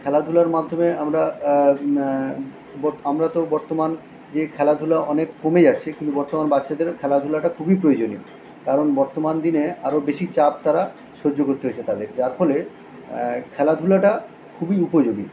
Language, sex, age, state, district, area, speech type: Bengali, male, 45-60, West Bengal, Kolkata, urban, spontaneous